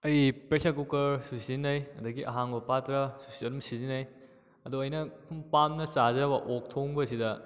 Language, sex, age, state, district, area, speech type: Manipuri, male, 18-30, Manipur, Kakching, rural, spontaneous